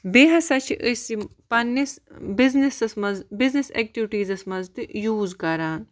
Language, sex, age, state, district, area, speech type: Kashmiri, female, 18-30, Jammu and Kashmir, Baramulla, rural, spontaneous